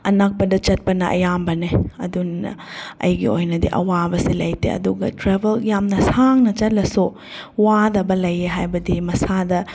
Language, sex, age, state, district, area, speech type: Manipuri, female, 30-45, Manipur, Chandel, rural, spontaneous